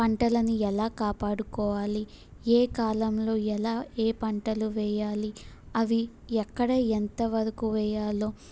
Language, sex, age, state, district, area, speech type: Telugu, female, 18-30, Telangana, Yadadri Bhuvanagiri, urban, spontaneous